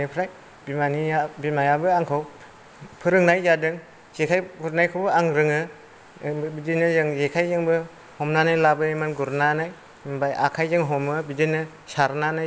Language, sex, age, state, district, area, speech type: Bodo, male, 45-60, Assam, Kokrajhar, rural, spontaneous